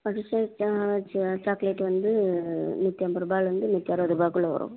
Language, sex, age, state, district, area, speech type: Tamil, female, 30-45, Tamil Nadu, Ranipet, urban, conversation